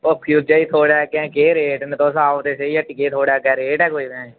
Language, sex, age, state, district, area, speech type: Dogri, male, 18-30, Jammu and Kashmir, Udhampur, rural, conversation